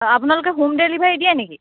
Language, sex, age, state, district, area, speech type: Assamese, female, 45-60, Assam, Morigaon, rural, conversation